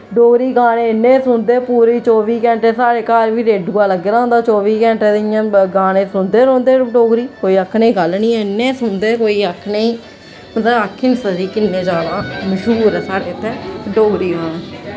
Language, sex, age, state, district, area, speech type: Dogri, female, 18-30, Jammu and Kashmir, Jammu, rural, spontaneous